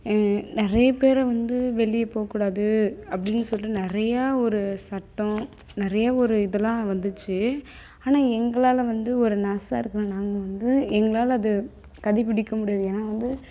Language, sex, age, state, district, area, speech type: Tamil, female, 18-30, Tamil Nadu, Kallakurichi, rural, spontaneous